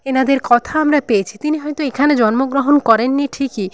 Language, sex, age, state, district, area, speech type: Bengali, female, 30-45, West Bengal, Paschim Medinipur, rural, spontaneous